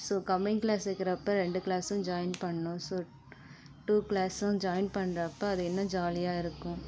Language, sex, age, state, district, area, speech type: Tamil, female, 45-60, Tamil Nadu, Ariyalur, rural, spontaneous